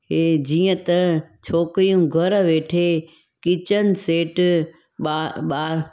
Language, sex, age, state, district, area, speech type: Sindhi, female, 45-60, Gujarat, Junagadh, rural, spontaneous